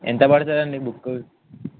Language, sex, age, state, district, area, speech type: Telugu, male, 18-30, Telangana, Ranga Reddy, urban, conversation